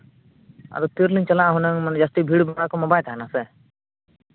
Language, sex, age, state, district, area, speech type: Santali, male, 18-30, Jharkhand, Seraikela Kharsawan, rural, conversation